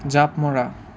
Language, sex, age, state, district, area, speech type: Assamese, male, 30-45, Assam, Nalbari, rural, read